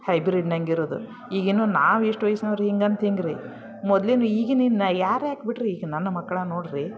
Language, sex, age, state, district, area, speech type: Kannada, female, 45-60, Karnataka, Dharwad, urban, spontaneous